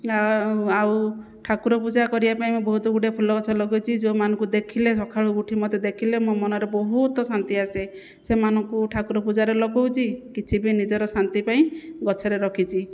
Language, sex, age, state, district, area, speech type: Odia, female, 45-60, Odisha, Jajpur, rural, spontaneous